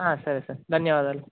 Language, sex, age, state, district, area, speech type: Telugu, male, 18-30, Telangana, Mahabubabad, urban, conversation